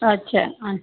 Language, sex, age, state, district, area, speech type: Marathi, female, 30-45, Maharashtra, Yavatmal, rural, conversation